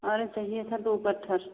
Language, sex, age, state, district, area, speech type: Hindi, female, 30-45, Uttar Pradesh, Prayagraj, rural, conversation